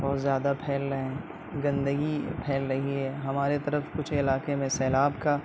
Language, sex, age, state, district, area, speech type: Urdu, male, 18-30, Bihar, Purnia, rural, spontaneous